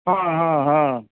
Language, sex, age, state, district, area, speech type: Maithili, male, 30-45, Bihar, Madhubani, rural, conversation